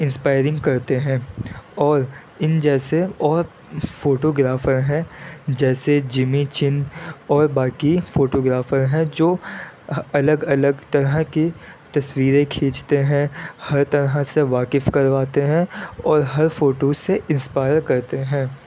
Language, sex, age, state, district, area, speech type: Urdu, male, 18-30, Delhi, Central Delhi, urban, spontaneous